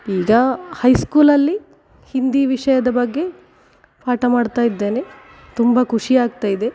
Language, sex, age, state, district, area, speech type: Kannada, female, 45-60, Karnataka, Dakshina Kannada, rural, spontaneous